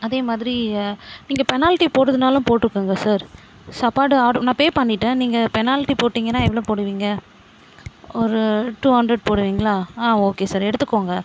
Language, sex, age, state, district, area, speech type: Tamil, female, 30-45, Tamil Nadu, Viluppuram, rural, spontaneous